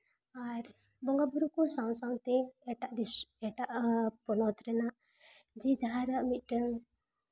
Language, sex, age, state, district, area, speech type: Santali, female, 30-45, Jharkhand, Seraikela Kharsawan, rural, spontaneous